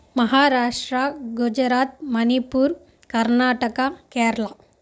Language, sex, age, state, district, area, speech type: Telugu, female, 18-30, Andhra Pradesh, Sri Balaji, urban, spontaneous